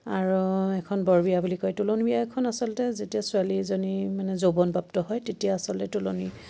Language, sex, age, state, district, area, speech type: Assamese, female, 45-60, Assam, Biswanath, rural, spontaneous